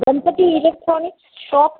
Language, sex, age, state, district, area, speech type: Marathi, female, 18-30, Maharashtra, Jalna, urban, conversation